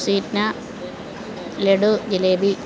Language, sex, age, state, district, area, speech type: Malayalam, female, 45-60, Kerala, Kottayam, rural, spontaneous